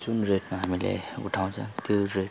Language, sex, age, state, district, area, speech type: Nepali, male, 60+, West Bengal, Kalimpong, rural, spontaneous